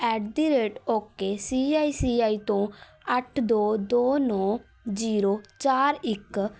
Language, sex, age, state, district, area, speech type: Punjabi, female, 18-30, Punjab, Patiala, urban, read